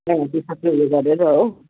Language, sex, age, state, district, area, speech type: Nepali, female, 60+, West Bengal, Jalpaiguri, rural, conversation